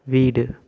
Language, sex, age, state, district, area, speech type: Tamil, male, 18-30, Tamil Nadu, Sivaganga, rural, read